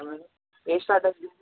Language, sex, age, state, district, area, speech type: Telugu, male, 18-30, Telangana, Nalgonda, urban, conversation